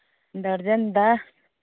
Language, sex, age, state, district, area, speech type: Manipuri, female, 60+, Manipur, Churachandpur, urban, conversation